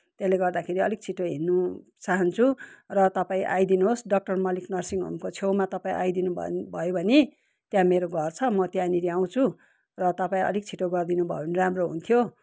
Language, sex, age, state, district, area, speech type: Nepali, female, 45-60, West Bengal, Kalimpong, rural, spontaneous